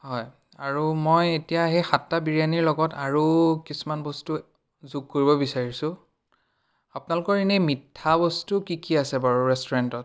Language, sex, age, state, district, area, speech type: Assamese, male, 18-30, Assam, Biswanath, rural, spontaneous